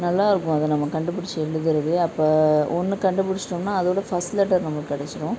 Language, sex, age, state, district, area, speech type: Tamil, female, 18-30, Tamil Nadu, Madurai, rural, spontaneous